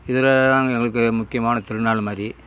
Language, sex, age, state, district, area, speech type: Tamil, male, 60+, Tamil Nadu, Kallakurichi, urban, spontaneous